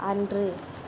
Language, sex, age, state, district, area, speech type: Tamil, female, 18-30, Tamil Nadu, Tiruvarur, urban, read